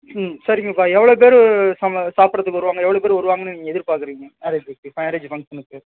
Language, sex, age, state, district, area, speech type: Tamil, male, 30-45, Tamil Nadu, Ariyalur, rural, conversation